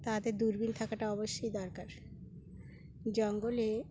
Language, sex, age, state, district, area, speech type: Bengali, female, 60+, West Bengal, Uttar Dinajpur, urban, spontaneous